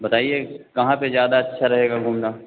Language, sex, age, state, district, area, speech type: Hindi, male, 45-60, Uttar Pradesh, Lucknow, rural, conversation